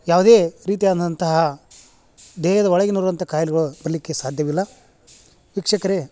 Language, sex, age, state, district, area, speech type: Kannada, male, 45-60, Karnataka, Gadag, rural, spontaneous